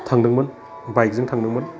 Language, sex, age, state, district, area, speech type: Bodo, male, 30-45, Assam, Udalguri, urban, spontaneous